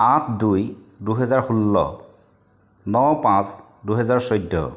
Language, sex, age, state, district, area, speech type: Assamese, male, 45-60, Assam, Charaideo, urban, spontaneous